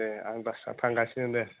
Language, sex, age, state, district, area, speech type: Bodo, male, 18-30, Assam, Baksa, rural, conversation